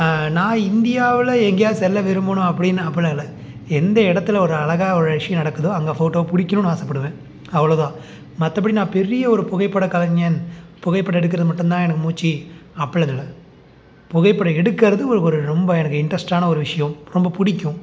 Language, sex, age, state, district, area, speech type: Tamil, male, 30-45, Tamil Nadu, Salem, rural, spontaneous